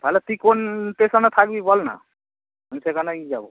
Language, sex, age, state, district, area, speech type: Bengali, male, 30-45, West Bengal, Howrah, urban, conversation